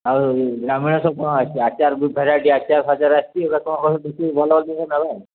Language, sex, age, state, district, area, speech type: Odia, male, 60+, Odisha, Gajapati, rural, conversation